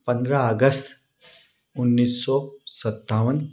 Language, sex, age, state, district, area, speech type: Hindi, male, 45-60, Madhya Pradesh, Ujjain, urban, spontaneous